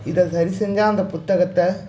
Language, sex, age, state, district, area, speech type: Tamil, male, 30-45, Tamil Nadu, Mayiladuthurai, rural, spontaneous